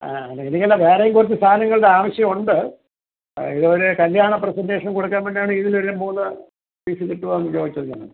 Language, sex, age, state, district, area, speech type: Malayalam, male, 60+, Kerala, Thiruvananthapuram, urban, conversation